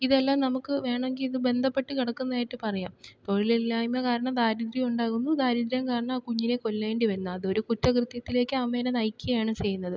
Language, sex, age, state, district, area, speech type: Malayalam, female, 18-30, Kerala, Thiruvananthapuram, urban, spontaneous